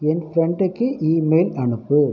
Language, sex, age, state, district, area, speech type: Tamil, male, 30-45, Tamil Nadu, Pudukkottai, rural, read